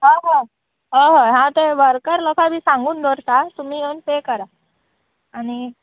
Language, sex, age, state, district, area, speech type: Goan Konkani, female, 18-30, Goa, Murmgao, urban, conversation